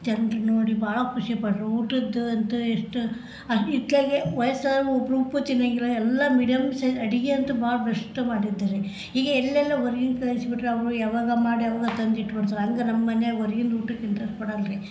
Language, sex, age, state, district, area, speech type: Kannada, female, 60+, Karnataka, Koppal, rural, spontaneous